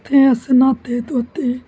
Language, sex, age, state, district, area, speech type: Dogri, female, 30-45, Jammu and Kashmir, Jammu, urban, spontaneous